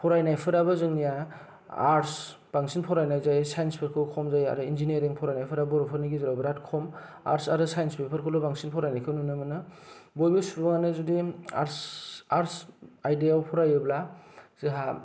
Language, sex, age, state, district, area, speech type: Bodo, male, 18-30, Assam, Kokrajhar, rural, spontaneous